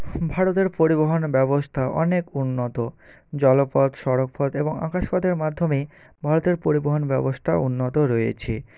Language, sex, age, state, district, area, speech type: Bengali, male, 45-60, West Bengal, Jhargram, rural, spontaneous